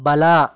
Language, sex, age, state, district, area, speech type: Kannada, male, 18-30, Karnataka, Bidar, rural, read